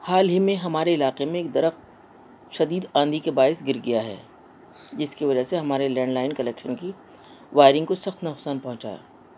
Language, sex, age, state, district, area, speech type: Urdu, female, 60+, Delhi, North East Delhi, urban, spontaneous